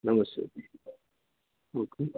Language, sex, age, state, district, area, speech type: Telugu, male, 18-30, Telangana, Wanaparthy, urban, conversation